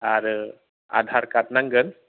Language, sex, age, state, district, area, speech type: Bodo, male, 30-45, Assam, Udalguri, urban, conversation